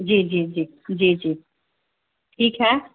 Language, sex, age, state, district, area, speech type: Urdu, female, 45-60, Bihar, Gaya, urban, conversation